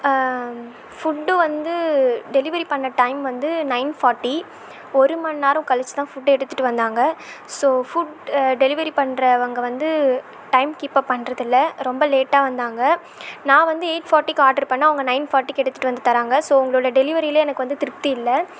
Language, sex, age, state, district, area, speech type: Tamil, female, 18-30, Tamil Nadu, Tiruvannamalai, urban, spontaneous